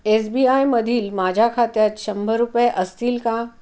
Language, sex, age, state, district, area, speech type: Marathi, female, 45-60, Maharashtra, Pune, urban, read